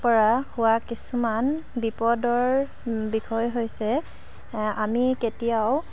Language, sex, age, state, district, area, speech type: Assamese, female, 45-60, Assam, Dibrugarh, rural, spontaneous